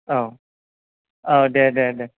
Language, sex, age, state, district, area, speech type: Bodo, male, 18-30, Assam, Chirang, rural, conversation